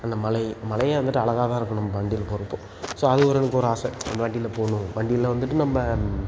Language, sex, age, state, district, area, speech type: Tamil, male, 18-30, Tamil Nadu, Tiruchirappalli, rural, spontaneous